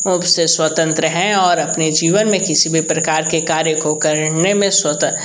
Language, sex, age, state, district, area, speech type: Hindi, male, 30-45, Uttar Pradesh, Sonbhadra, rural, spontaneous